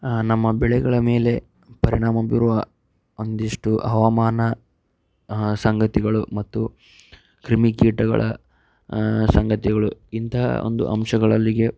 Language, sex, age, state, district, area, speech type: Kannada, male, 30-45, Karnataka, Tumkur, urban, spontaneous